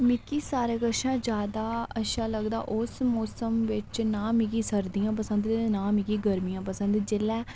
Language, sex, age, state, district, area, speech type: Dogri, female, 18-30, Jammu and Kashmir, Reasi, rural, spontaneous